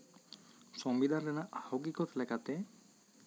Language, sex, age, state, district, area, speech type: Santali, male, 18-30, West Bengal, Bankura, rural, spontaneous